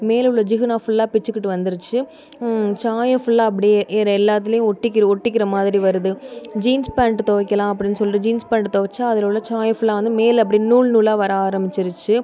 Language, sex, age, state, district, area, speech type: Tamil, female, 30-45, Tamil Nadu, Pudukkottai, rural, spontaneous